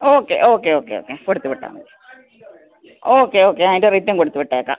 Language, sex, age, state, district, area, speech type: Malayalam, female, 60+, Kerala, Alappuzha, rural, conversation